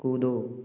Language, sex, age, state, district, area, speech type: Hindi, male, 18-30, Rajasthan, Bharatpur, rural, read